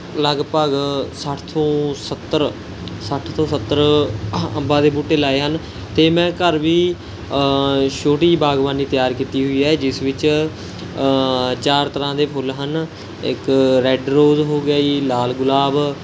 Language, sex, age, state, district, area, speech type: Punjabi, male, 18-30, Punjab, Mohali, rural, spontaneous